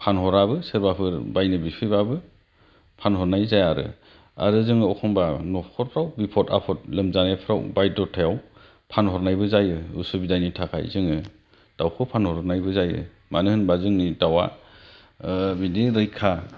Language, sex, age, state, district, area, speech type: Bodo, male, 30-45, Assam, Kokrajhar, rural, spontaneous